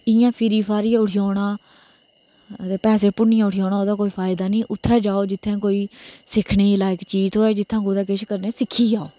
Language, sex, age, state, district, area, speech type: Dogri, female, 30-45, Jammu and Kashmir, Reasi, rural, spontaneous